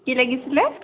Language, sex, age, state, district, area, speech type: Assamese, female, 18-30, Assam, Tinsukia, urban, conversation